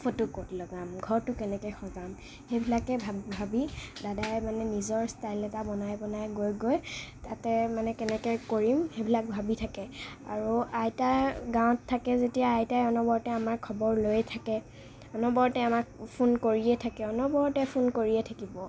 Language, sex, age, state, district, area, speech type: Assamese, female, 18-30, Assam, Kamrup Metropolitan, urban, spontaneous